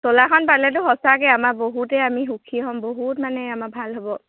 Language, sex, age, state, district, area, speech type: Assamese, female, 18-30, Assam, Sivasagar, rural, conversation